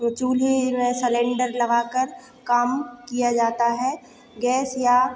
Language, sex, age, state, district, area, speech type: Hindi, female, 18-30, Madhya Pradesh, Hoshangabad, rural, spontaneous